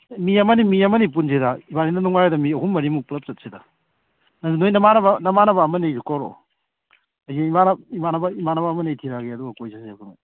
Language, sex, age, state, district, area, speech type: Manipuri, male, 30-45, Manipur, Kakching, rural, conversation